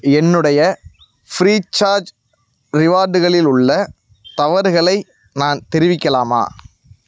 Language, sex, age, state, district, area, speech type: Tamil, male, 18-30, Tamil Nadu, Nagapattinam, rural, read